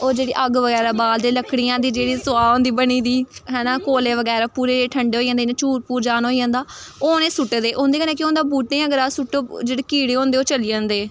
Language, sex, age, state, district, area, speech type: Dogri, female, 18-30, Jammu and Kashmir, Samba, rural, spontaneous